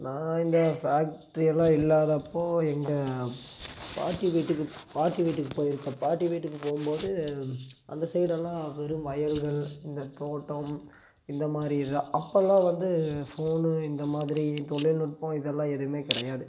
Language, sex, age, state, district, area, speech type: Tamil, male, 18-30, Tamil Nadu, Coimbatore, urban, spontaneous